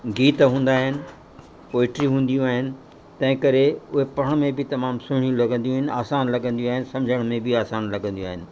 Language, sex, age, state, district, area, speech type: Sindhi, male, 60+, Uttar Pradesh, Lucknow, urban, spontaneous